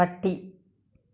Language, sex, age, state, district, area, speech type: Malayalam, female, 45-60, Kerala, Malappuram, rural, read